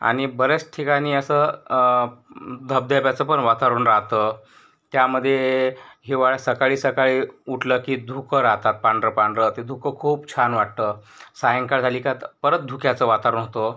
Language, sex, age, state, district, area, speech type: Marathi, male, 18-30, Maharashtra, Yavatmal, rural, spontaneous